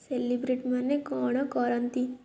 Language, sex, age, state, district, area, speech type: Odia, female, 18-30, Odisha, Kendujhar, urban, read